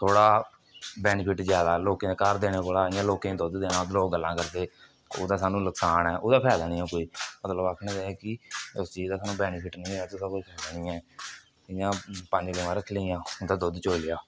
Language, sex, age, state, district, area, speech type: Dogri, male, 18-30, Jammu and Kashmir, Kathua, rural, spontaneous